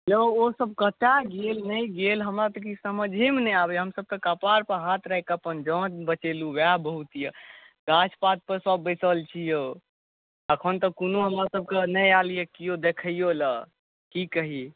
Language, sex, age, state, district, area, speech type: Maithili, male, 18-30, Bihar, Saharsa, rural, conversation